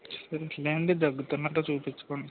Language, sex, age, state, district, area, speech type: Telugu, male, 30-45, Andhra Pradesh, Kakinada, rural, conversation